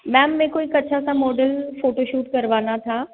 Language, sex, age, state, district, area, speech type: Hindi, female, 60+, Rajasthan, Jodhpur, urban, conversation